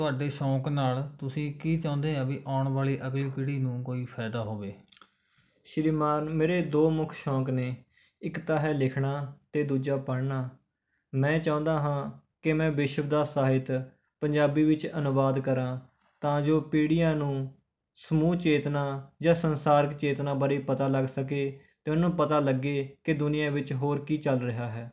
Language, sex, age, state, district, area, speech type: Punjabi, male, 18-30, Punjab, Rupnagar, rural, spontaneous